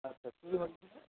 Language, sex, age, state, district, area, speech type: Bengali, male, 30-45, West Bengal, South 24 Parganas, rural, conversation